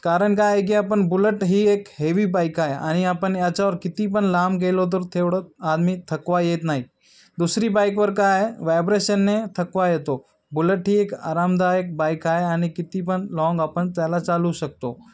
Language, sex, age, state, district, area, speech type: Marathi, male, 18-30, Maharashtra, Nanded, urban, spontaneous